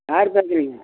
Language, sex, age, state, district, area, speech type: Tamil, male, 60+, Tamil Nadu, Kallakurichi, urban, conversation